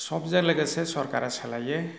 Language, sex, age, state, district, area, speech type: Bodo, male, 45-60, Assam, Chirang, rural, spontaneous